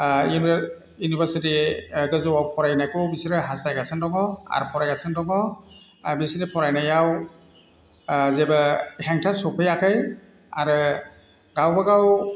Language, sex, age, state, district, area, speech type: Bodo, male, 45-60, Assam, Chirang, rural, spontaneous